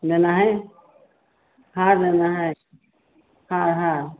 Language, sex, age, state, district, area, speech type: Maithili, female, 60+, Bihar, Begusarai, rural, conversation